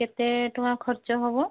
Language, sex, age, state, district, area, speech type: Odia, female, 45-60, Odisha, Mayurbhanj, rural, conversation